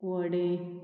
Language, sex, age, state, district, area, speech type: Goan Konkani, female, 45-60, Goa, Murmgao, rural, spontaneous